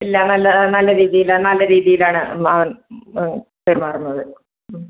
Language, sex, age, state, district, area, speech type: Malayalam, female, 45-60, Kerala, Malappuram, rural, conversation